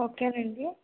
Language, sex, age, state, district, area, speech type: Telugu, female, 45-60, Andhra Pradesh, Kakinada, urban, conversation